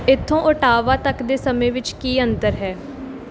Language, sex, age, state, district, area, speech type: Punjabi, female, 18-30, Punjab, Mohali, urban, read